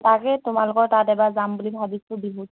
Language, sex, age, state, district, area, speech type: Assamese, female, 18-30, Assam, Dibrugarh, rural, conversation